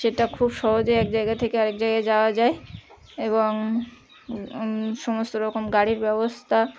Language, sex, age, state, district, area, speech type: Bengali, female, 30-45, West Bengal, Birbhum, urban, spontaneous